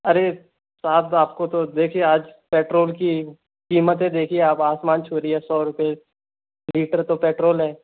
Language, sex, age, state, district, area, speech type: Hindi, male, 30-45, Rajasthan, Jaipur, urban, conversation